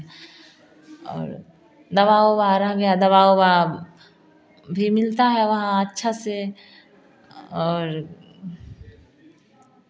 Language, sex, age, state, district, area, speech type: Hindi, female, 45-60, Bihar, Samastipur, rural, spontaneous